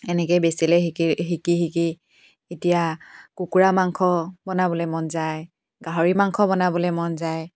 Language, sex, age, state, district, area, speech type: Assamese, female, 18-30, Assam, Tinsukia, urban, spontaneous